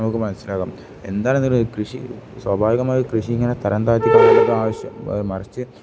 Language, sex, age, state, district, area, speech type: Malayalam, male, 18-30, Kerala, Kozhikode, rural, spontaneous